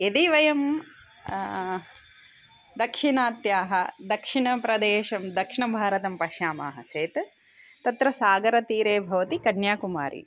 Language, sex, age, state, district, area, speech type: Sanskrit, female, 30-45, Telangana, Karimnagar, urban, spontaneous